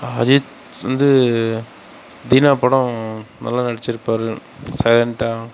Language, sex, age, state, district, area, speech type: Tamil, male, 60+, Tamil Nadu, Mayiladuthurai, rural, spontaneous